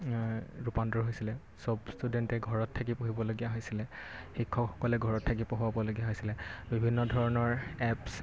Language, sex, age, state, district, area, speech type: Assamese, male, 18-30, Assam, Golaghat, rural, spontaneous